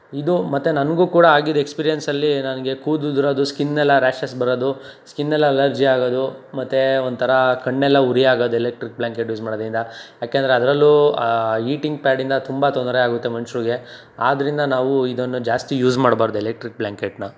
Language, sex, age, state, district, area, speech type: Kannada, male, 18-30, Karnataka, Tumkur, rural, spontaneous